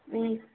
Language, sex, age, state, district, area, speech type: Bodo, female, 18-30, Assam, Chirang, rural, conversation